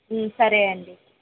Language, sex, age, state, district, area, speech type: Telugu, female, 45-60, Andhra Pradesh, Chittoor, rural, conversation